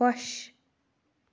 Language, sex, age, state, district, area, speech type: Kashmiri, female, 18-30, Jammu and Kashmir, Shopian, urban, read